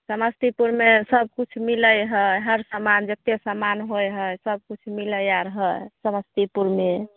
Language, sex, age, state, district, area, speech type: Maithili, female, 30-45, Bihar, Samastipur, urban, conversation